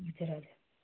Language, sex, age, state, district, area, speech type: Nepali, female, 30-45, West Bengal, Kalimpong, rural, conversation